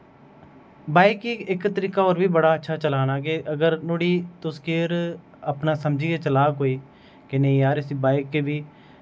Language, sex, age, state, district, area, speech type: Dogri, male, 30-45, Jammu and Kashmir, Udhampur, rural, spontaneous